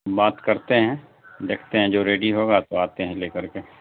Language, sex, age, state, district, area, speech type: Urdu, male, 45-60, Bihar, Khagaria, rural, conversation